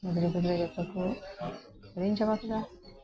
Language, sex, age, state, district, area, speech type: Santali, female, 60+, West Bengal, Bankura, rural, spontaneous